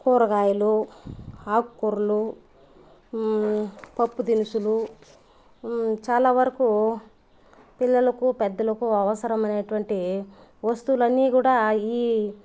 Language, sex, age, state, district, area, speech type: Telugu, female, 30-45, Andhra Pradesh, Sri Balaji, rural, spontaneous